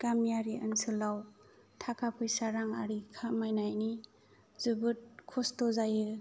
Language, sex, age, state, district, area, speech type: Bodo, female, 30-45, Assam, Kokrajhar, rural, spontaneous